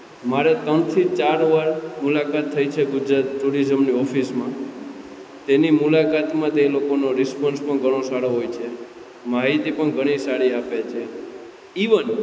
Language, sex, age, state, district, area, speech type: Gujarati, male, 18-30, Gujarat, Junagadh, urban, spontaneous